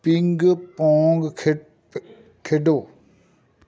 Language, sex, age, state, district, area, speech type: Punjabi, male, 45-60, Punjab, Amritsar, rural, read